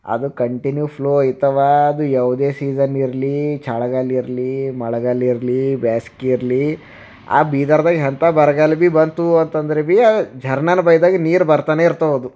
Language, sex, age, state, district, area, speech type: Kannada, male, 30-45, Karnataka, Bidar, urban, spontaneous